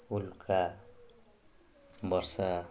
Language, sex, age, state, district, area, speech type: Odia, male, 18-30, Odisha, Ganjam, urban, spontaneous